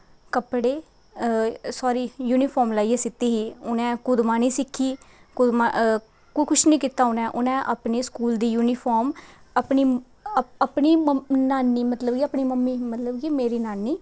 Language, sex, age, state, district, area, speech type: Dogri, female, 18-30, Jammu and Kashmir, Kathua, rural, spontaneous